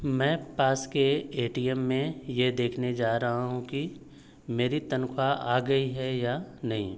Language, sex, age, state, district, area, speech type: Hindi, male, 30-45, Uttar Pradesh, Azamgarh, rural, read